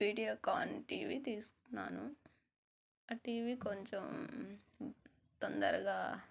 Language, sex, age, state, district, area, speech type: Telugu, female, 30-45, Telangana, Warangal, rural, spontaneous